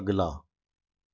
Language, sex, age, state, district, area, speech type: Hindi, male, 45-60, Madhya Pradesh, Ujjain, urban, read